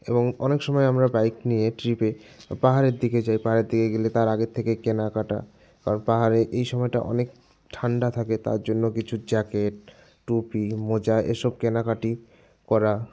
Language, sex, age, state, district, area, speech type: Bengali, male, 30-45, West Bengal, Jalpaiguri, rural, spontaneous